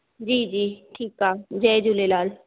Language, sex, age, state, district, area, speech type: Sindhi, female, 30-45, Maharashtra, Thane, urban, conversation